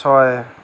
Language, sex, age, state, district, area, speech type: Assamese, male, 45-60, Assam, Lakhimpur, rural, read